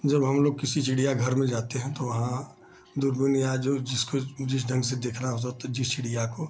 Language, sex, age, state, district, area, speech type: Hindi, male, 60+, Uttar Pradesh, Chandauli, urban, spontaneous